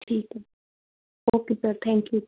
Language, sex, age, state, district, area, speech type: Punjabi, female, 30-45, Punjab, Patiala, rural, conversation